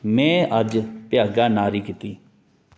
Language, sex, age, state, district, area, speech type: Dogri, male, 30-45, Jammu and Kashmir, Reasi, urban, read